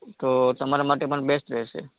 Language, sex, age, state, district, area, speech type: Gujarati, male, 18-30, Gujarat, Kutch, urban, conversation